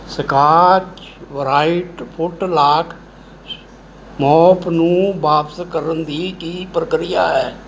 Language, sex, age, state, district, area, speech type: Punjabi, male, 60+, Punjab, Mohali, urban, read